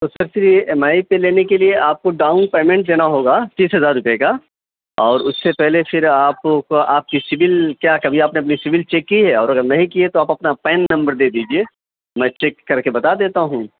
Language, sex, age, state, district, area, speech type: Urdu, male, 30-45, Uttar Pradesh, Mau, urban, conversation